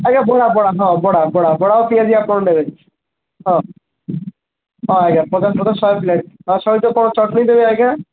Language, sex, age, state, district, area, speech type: Odia, male, 30-45, Odisha, Malkangiri, urban, conversation